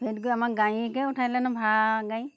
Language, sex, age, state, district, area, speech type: Assamese, female, 60+, Assam, Golaghat, rural, spontaneous